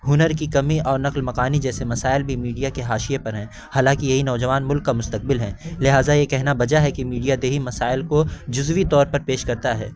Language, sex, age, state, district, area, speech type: Urdu, male, 18-30, Uttar Pradesh, Azamgarh, rural, spontaneous